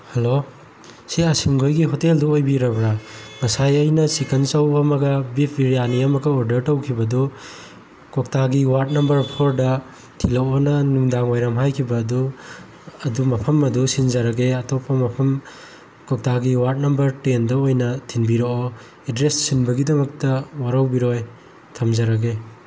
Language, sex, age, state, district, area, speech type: Manipuri, male, 18-30, Manipur, Bishnupur, rural, spontaneous